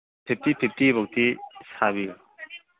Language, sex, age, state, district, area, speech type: Manipuri, male, 30-45, Manipur, Kangpokpi, urban, conversation